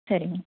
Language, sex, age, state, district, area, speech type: Tamil, female, 30-45, Tamil Nadu, Coimbatore, rural, conversation